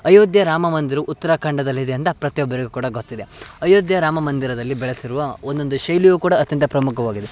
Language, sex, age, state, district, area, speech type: Kannada, male, 18-30, Karnataka, Uttara Kannada, rural, spontaneous